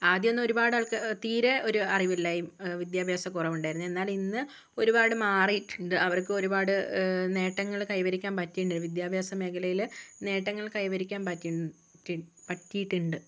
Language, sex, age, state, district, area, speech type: Malayalam, female, 45-60, Kerala, Wayanad, rural, spontaneous